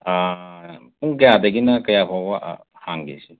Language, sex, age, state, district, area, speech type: Manipuri, male, 45-60, Manipur, Imphal West, urban, conversation